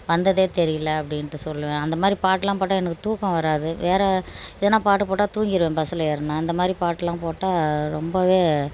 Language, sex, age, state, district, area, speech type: Tamil, female, 45-60, Tamil Nadu, Tiruchirappalli, rural, spontaneous